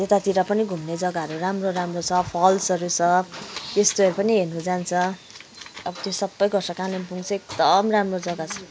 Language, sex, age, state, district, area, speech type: Nepali, female, 45-60, West Bengal, Kalimpong, rural, spontaneous